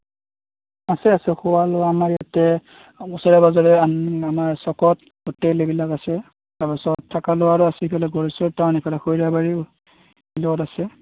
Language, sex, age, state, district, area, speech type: Assamese, male, 30-45, Assam, Darrang, rural, conversation